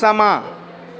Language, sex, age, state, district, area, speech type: Dogri, male, 18-30, Jammu and Kashmir, Reasi, rural, read